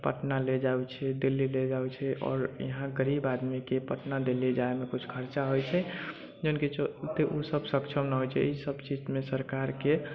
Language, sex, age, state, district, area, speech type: Maithili, male, 30-45, Bihar, Sitamarhi, rural, spontaneous